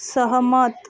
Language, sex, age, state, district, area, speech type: Marathi, female, 30-45, Maharashtra, Amravati, rural, read